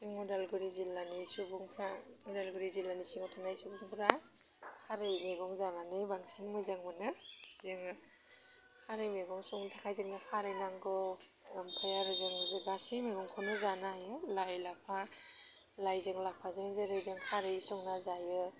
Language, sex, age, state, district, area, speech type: Bodo, female, 30-45, Assam, Udalguri, urban, spontaneous